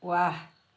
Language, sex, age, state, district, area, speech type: Assamese, female, 60+, Assam, Lakhimpur, urban, read